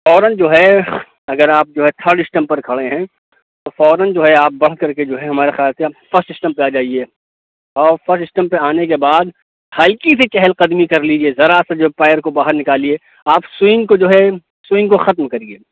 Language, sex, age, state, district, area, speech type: Urdu, male, 45-60, Uttar Pradesh, Lucknow, urban, conversation